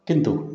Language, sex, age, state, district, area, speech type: Odia, male, 60+, Odisha, Puri, urban, spontaneous